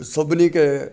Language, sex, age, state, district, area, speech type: Sindhi, male, 60+, Gujarat, Junagadh, rural, spontaneous